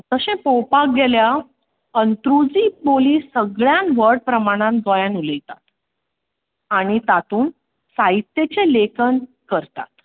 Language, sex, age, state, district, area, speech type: Goan Konkani, female, 45-60, Goa, Tiswadi, rural, conversation